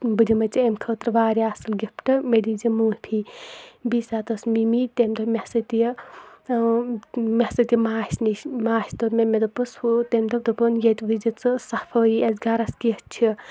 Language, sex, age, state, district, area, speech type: Kashmiri, female, 30-45, Jammu and Kashmir, Shopian, rural, spontaneous